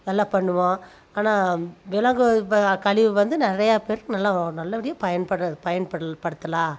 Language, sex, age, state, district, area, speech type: Tamil, female, 30-45, Tamil Nadu, Coimbatore, rural, spontaneous